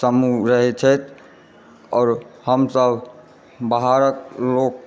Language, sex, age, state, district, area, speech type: Maithili, male, 18-30, Bihar, Supaul, rural, spontaneous